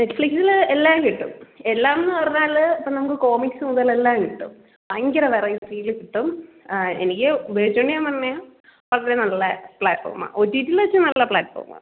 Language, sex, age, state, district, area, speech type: Malayalam, female, 18-30, Kerala, Kollam, rural, conversation